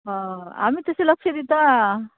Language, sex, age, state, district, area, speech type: Goan Konkani, female, 45-60, Goa, Murmgao, rural, conversation